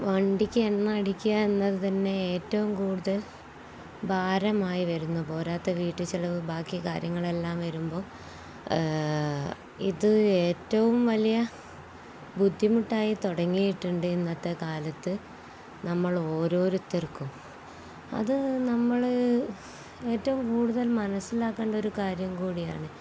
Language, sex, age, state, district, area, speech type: Malayalam, female, 30-45, Kerala, Kozhikode, rural, spontaneous